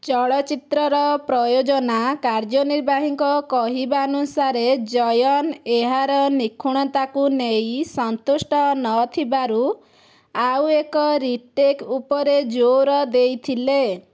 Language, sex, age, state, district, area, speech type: Odia, female, 30-45, Odisha, Dhenkanal, rural, read